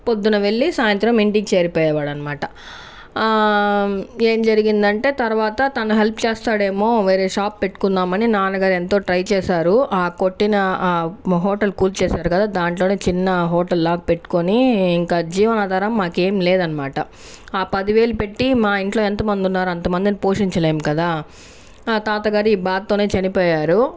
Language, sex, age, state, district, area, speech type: Telugu, female, 30-45, Andhra Pradesh, Sri Balaji, rural, spontaneous